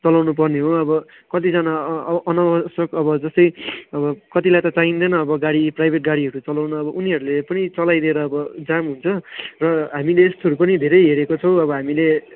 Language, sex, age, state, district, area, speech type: Nepali, male, 18-30, West Bengal, Darjeeling, rural, conversation